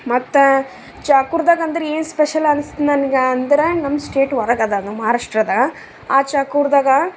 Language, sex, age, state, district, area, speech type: Kannada, female, 30-45, Karnataka, Bidar, urban, spontaneous